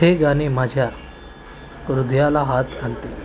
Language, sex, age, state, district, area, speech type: Marathi, male, 18-30, Maharashtra, Kolhapur, urban, read